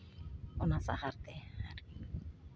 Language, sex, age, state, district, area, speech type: Santali, female, 45-60, West Bengal, Uttar Dinajpur, rural, spontaneous